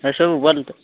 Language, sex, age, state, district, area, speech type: Odia, male, 18-30, Odisha, Nabarangpur, urban, conversation